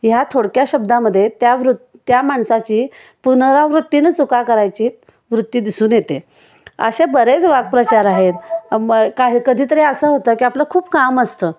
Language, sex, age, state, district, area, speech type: Marathi, female, 60+, Maharashtra, Kolhapur, urban, spontaneous